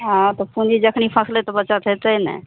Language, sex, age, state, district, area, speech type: Maithili, female, 45-60, Bihar, Madhepura, rural, conversation